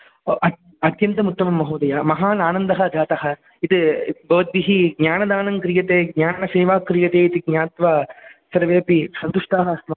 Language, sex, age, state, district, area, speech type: Sanskrit, male, 18-30, Andhra Pradesh, Chittoor, rural, conversation